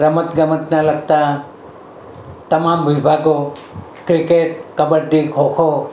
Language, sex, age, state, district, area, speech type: Gujarati, male, 60+, Gujarat, Valsad, urban, spontaneous